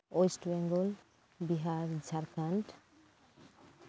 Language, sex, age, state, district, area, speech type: Santali, female, 30-45, West Bengal, Birbhum, rural, spontaneous